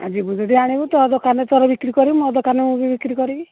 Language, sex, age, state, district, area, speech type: Odia, female, 60+, Odisha, Jharsuguda, rural, conversation